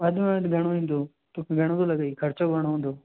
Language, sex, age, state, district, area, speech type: Sindhi, male, 18-30, Maharashtra, Thane, urban, conversation